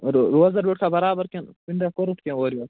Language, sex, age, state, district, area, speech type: Kashmiri, male, 45-60, Jammu and Kashmir, Budgam, urban, conversation